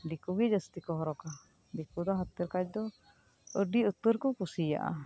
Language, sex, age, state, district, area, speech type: Santali, female, 30-45, West Bengal, Birbhum, rural, spontaneous